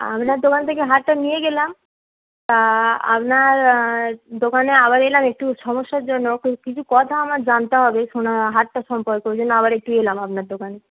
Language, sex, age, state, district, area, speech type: Bengali, female, 18-30, West Bengal, Darjeeling, urban, conversation